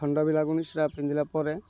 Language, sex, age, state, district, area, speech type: Odia, male, 30-45, Odisha, Malkangiri, urban, spontaneous